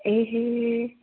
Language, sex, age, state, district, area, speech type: Nepali, female, 30-45, West Bengal, Darjeeling, rural, conversation